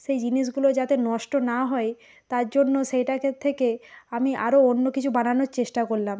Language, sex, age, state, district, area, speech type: Bengali, female, 45-60, West Bengal, Nadia, rural, spontaneous